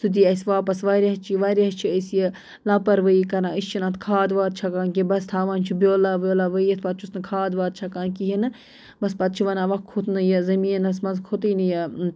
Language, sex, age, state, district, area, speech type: Kashmiri, female, 18-30, Jammu and Kashmir, Budgam, rural, spontaneous